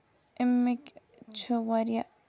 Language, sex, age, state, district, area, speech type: Kashmiri, female, 18-30, Jammu and Kashmir, Kupwara, rural, spontaneous